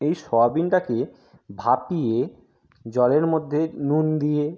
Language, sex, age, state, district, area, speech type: Bengali, male, 30-45, West Bengal, Jhargram, rural, spontaneous